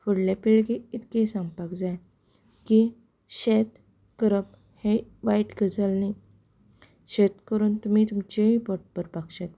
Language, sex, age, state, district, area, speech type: Goan Konkani, female, 18-30, Goa, Canacona, rural, spontaneous